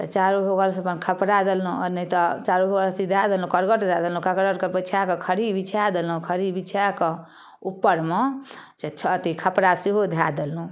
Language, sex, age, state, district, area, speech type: Maithili, female, 45-60, Bihar, Darbhanga, urban, spontaneous